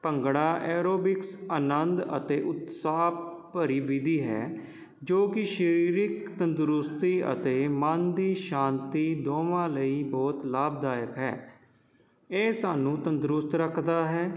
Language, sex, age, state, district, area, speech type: Punjabi, male, 30-45, Punjab, Jalandhar, urban, spontaneous